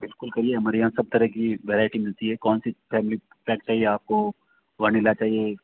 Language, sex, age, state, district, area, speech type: Hindi, male, 60+, Rajasthan, Jodhpur, urban, conversation